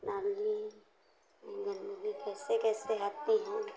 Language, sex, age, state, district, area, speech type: Hindi, female, 60+, Uttar Pradesh, Hardoi, rural, spontaneous